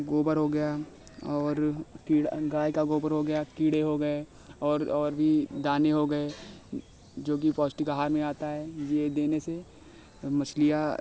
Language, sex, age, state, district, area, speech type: Hindi, male, 30-45, Uttar Pradesh, Lucknow, rural, spontaneous